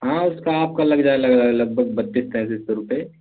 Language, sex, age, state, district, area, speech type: Urdu, male, 18-30, Uttar Pradesh, Balrampur, rural, conversation